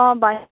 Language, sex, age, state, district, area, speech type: Assamese, female, 18-30, Assam, Morigaon, rural, conversation